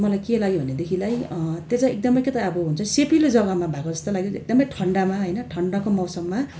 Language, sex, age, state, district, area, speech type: Nepali, female, 45-60, West Bengal, Darjeeling, rural, spontaneous